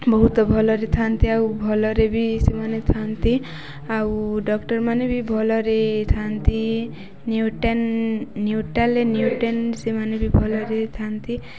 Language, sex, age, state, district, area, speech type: Odia, female, 18-30, Odisha, Nuapada, urban, spontaneous